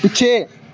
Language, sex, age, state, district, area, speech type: Punjabi, male, 18-30, Punjab, Gurdaspur, rural, read